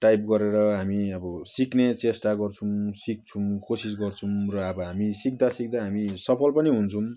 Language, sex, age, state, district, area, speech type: Nepali, male, 30-45, West Bengal, Jalpaiguri, urban, spontaneous